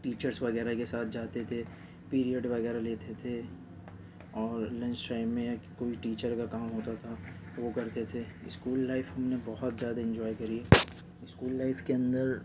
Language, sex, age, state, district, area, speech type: Urdu, male, 18-30, Delhi, Central Delhi, urban, spontaneous